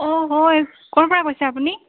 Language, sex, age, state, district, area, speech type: Assamese, female, 18-30, Assam, Tinsukia, urban, conversation